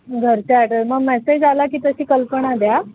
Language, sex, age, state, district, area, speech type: Marathi, female, 45-60, Maharashtra, Thane, rural, conversation